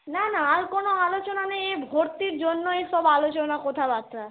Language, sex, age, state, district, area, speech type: Bengali, female, 18-30, West Bengal, Malda, urban, conversation